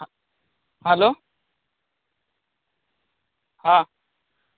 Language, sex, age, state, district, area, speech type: Hindi, male, 30-45, Bihar, Madhepura, rural, conversation